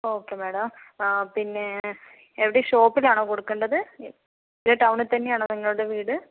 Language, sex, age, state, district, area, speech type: Malayalam, female, 45-60, Kerala, Kozhikode, urban, conversation